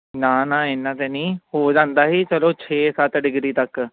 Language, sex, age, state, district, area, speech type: Punjabi, male, 30-45, Punjab, Tarn Taran, urban, conversation